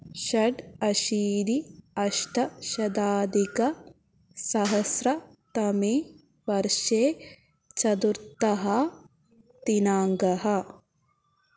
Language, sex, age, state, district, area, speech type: Sanskrit, female, 18-30, Kerala, Thrissur, rural, spontaneous